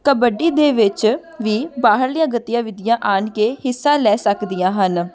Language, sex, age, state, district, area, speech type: Punjabi, female, 18-30, Punjab, Amritsar, urban, spontaneous